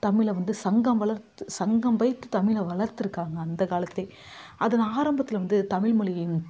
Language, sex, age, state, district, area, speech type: Tamil, female, 30-45, Tamil Nadu, Kallakurichi, urban, spontaneous